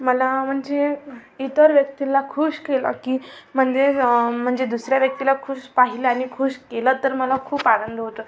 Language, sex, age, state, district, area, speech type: Marathi, female, 18-30, Maharashtra, Amravati, urban, spontaneous